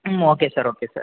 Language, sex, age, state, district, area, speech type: Tamil, male, 18-30, Tamil Nadu, Madurai, rural, conversation